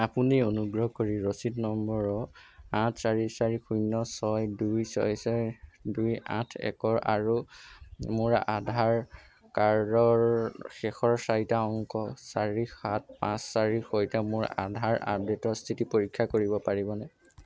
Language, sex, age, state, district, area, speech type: Assamese, male, 18-30, Assam, Golaghat, urban, read